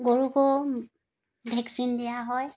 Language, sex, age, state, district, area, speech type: Assamese, female, 60+, Assam, Dibrugarh, rural, spontaneous